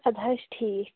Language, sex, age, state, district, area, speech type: Kashmiri, female, 30-45, Jammu and Kashmir, Shopian, rural, conversation